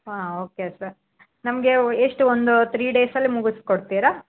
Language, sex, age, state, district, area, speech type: Kannada, female, 18-30, Karnataka, Koppal, rural, conversation